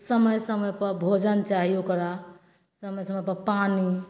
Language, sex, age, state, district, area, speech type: Maithili, female, 45-60, Bihar, Madhepura, rural, spontaneous